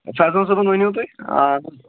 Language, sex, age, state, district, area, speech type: Kashmiri, male, 18-30, Jammu and Kashmir, Baramulla, rural, conversation